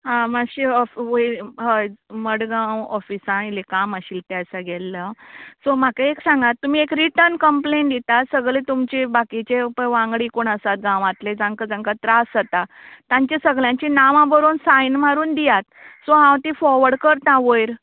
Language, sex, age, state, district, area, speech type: Goan Konkani, female, 45-60, Goa, Canacona, rural, conversation